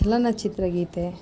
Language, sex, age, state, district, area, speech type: Kannada, female, 45-60, Karnataka, Mysore, urban, spontaneous